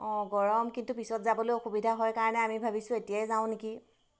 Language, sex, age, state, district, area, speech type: Assamese, female, 30-45, Assam, Golaghat, urban, spontaneous